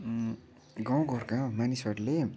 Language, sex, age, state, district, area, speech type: Nepali, male, 18-30, West Bengal, Kalimpong, rural, spontaneous